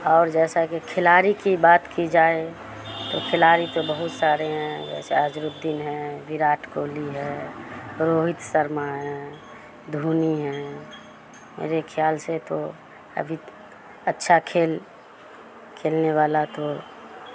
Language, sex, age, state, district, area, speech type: Urdu, female, 30-45, Bihar, Madhubani, rural, spontaneous